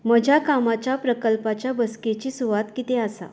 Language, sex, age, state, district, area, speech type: Goan Konkani, female, 30-45, Goa, Canacona, rural, read